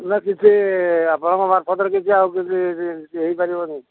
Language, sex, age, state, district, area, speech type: Odia, male, 60+, Odisha, Kendujhar, urban, conversation